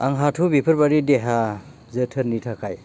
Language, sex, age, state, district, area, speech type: Bodo, male, 45-60, Assam, Baksa, rural, spontaneous